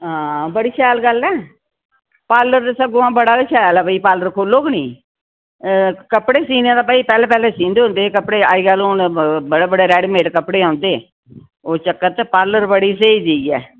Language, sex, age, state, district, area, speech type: Dogri, female, 60+, Jammu and Kashmir, Reasi, urban, conversation